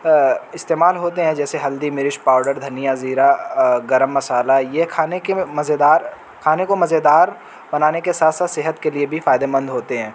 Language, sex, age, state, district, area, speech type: Urdu, male, 18-30, Uttar Pradesh, Azamgarh, rural, spontaneous